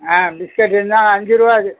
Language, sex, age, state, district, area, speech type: Tamil, male, 60+, Tamil Nadu, Thanjavur, rural, conversation